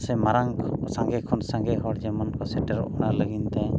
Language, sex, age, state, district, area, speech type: Santali, male, 30-45, Odisha, Mayurbhanj, rural, spontaneous